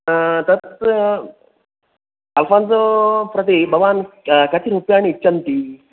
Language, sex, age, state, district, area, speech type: Sanskrit, male, 18-30, Karnataka, Dakshina Kannada, rural, conversation